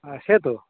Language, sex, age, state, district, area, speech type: Bengali, male, 18-30, West Bengal, Cooch Behar, urban, conversation